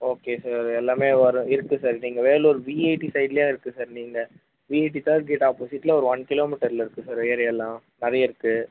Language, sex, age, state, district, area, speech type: Tamil, male, 18-30, Tamil Nadu, Vellore, rural, conversation